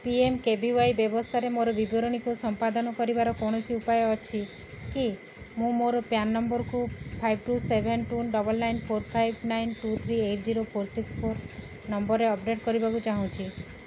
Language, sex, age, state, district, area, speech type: Odia, female, 30-45, Odisha, Sundergarh, urban, read